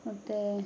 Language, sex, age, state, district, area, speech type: Kannada, female, 18-30, Karnataka, Tumkur, rural, spontaneous